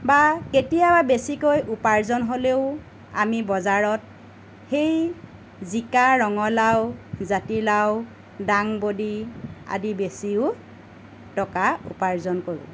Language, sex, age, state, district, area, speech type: Assamese, female, 45-60, Assam, Lakhimpur, rural, spontaneous